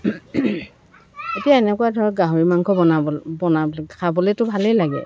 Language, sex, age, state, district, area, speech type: Assamese, female, 60+, Assam, Dibrugarh, rural, spontaneous